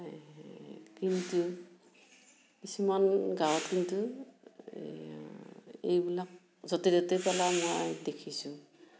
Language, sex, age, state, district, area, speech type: Assamese, female, 60+, Assam, Darrang, rural, spontaneous